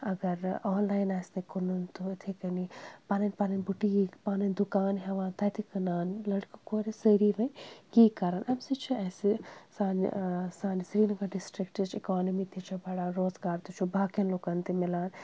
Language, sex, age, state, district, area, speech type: Kashmiri, female, 18-30, Jammu and Kashmir, Srinagar, urban, spontaneous